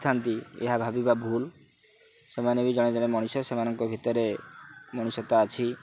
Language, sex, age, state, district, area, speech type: Odia, male, 30-45, Odisha, Kendrapara, urban, spontaneous